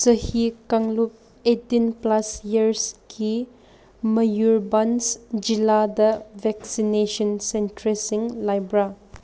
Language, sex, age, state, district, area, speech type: Manipuri, female, 18-30, Manipur, Senapati, urban, read